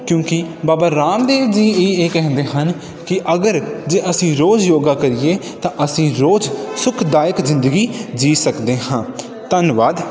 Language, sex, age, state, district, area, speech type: Punjabi, male, 18-30, Punjab, Pathankot, rural, spontaneous